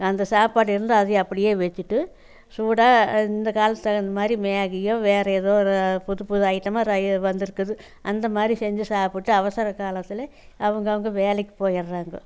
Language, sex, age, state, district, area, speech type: Tamil, female, 60+, Tamil Nadu, Coimbatore, rural, spontaneous